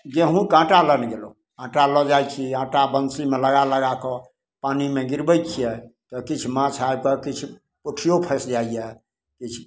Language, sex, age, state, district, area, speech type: Maithili, male, 60+, Bihar, Samastipur, rural, spontaneous